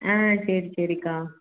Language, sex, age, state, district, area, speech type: Tamil, female, 18-30, Tamil Nadu, Nagapattinam, rural, conversation